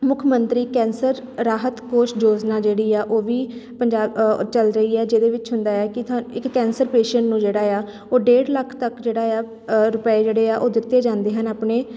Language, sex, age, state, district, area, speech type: Punjabi, female, 30-45, Punjab, Shaheed Bhagat Singh Nagar, urban, spontaneous